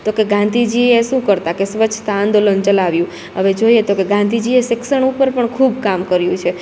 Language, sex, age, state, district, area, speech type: Gujarati, female, 18-30, Gujarat, Rajkot, rural, spontaneous